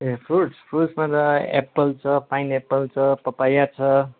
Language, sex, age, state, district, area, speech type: Nepali, male, 30-45, West Bengal, Darjeeling, rural, conversation